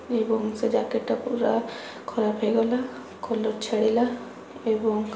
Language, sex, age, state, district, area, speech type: Odia, female, 18-30, Odisha, Cuttack, urban, spontaneous